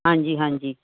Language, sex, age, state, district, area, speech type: Punjabi, female, 60+, Punjab, Muktsar, urban, conversation